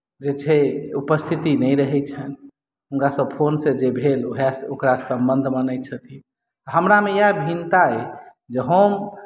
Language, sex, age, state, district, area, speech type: Maithili, male, 30-45, Bihar, Madhubani, rural, spontaneous